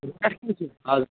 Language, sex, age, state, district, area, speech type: Kashmiri, male, 18-30, Jammu and Kashmir, Anantnag, rural, conversation